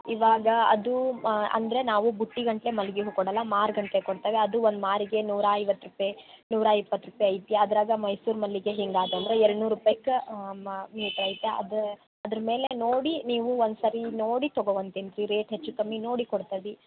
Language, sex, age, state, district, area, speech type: Kannada, female, 18-30, Karnataka, Gadag, urban, conversation